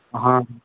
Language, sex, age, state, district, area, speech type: Maithili, male, 30-45, Bihar, Purnia, rural, conversation